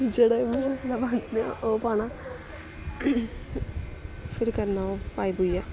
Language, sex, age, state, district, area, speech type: Dogri, female, 18-30, Jammu and Kashmir, Samba, rural, spontaneous